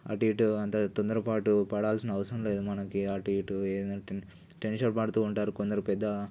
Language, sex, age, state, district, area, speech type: Telugu, male, 18-30, Telangana, Nalgonda, rural, spontaneous